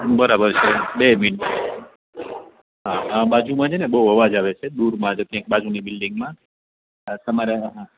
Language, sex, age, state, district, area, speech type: Gujarati, male, 30-45, Gujarat, Rajkot, urban, conversation